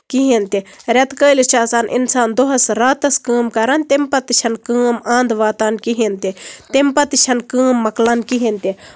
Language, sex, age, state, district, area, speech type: Kashmiri, female, 30-45, Jammu and Kashmir, Baramulla, rural, spontaneous